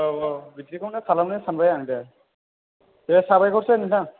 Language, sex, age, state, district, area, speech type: Bodo, male, 18-30, Assam, Chirang, urban, conversation